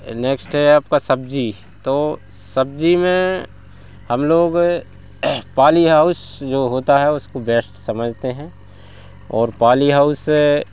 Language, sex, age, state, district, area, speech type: Hindi, male, 30-45, Madhya Pradesh, Hoshangabad, rural, spontaneous